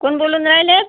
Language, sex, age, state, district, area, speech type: Marathi, female, 45-60, Maharashtra, Washim, rural, conversation